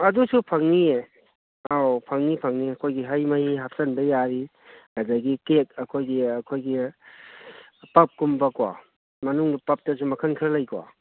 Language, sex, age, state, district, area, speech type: Manipuri, male, 45-60, Manipur, Kangpokpi, urban, conversation